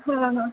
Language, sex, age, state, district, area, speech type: Marathi, female, 18-30, Maharashtra, Solapur, urban, conversation